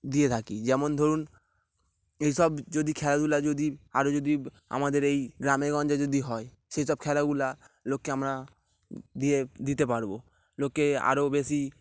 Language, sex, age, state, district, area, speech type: Bengali, male, 18-30, West Bengal, Dakshin Dinajpur, urban, spontaneous